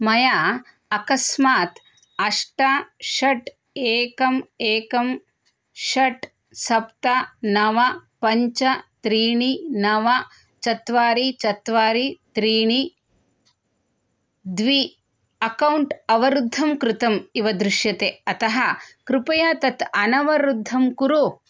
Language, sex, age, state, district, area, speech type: Sanskrit, female, 30-45, Karnataka, Shimoga, rural, read